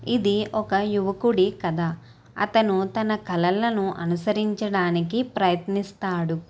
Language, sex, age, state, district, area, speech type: Telugu, female, 18-30, Andhra Pradesh, Konaseema, rural, spontaneous